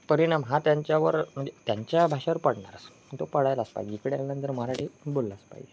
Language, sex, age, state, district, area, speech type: Marathi, male, 18-30, Maharashtra, Ratnagiri, rural, spontaneous